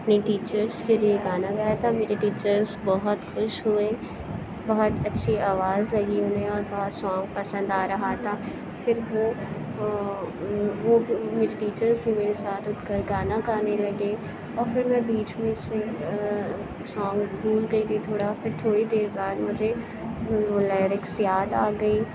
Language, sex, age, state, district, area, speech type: Urdu, female, 30-45, Uttar Pradesh, Aligarh, urban, spontaneous